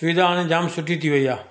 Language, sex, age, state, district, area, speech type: Sindhi, male, 60+, Gujarat, Surat, urban, spontaneous